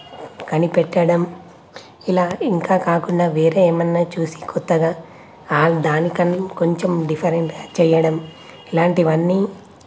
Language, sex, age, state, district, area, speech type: Telugu, male, 18-30, Telangana, Nalgonda, urban, spontaneous